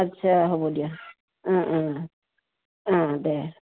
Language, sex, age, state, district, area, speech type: Assamese, female, 60+, Assam, Goalpara, urban, conversation